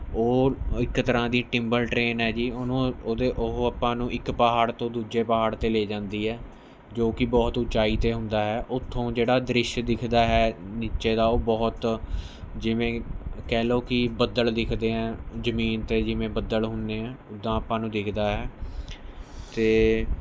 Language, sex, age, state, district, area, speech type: Punjabi, male, 18-30, Punjab, Mohali, urban, spontaneous